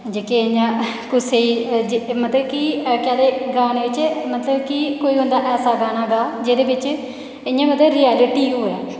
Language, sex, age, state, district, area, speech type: Dogri, female, 18-30, Jammu and Kashmir, Reasi, rural, spontaneous